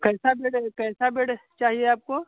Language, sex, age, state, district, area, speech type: Hindi, male, 45-60, Uttar Pradesh, Hardoi, rural, conversation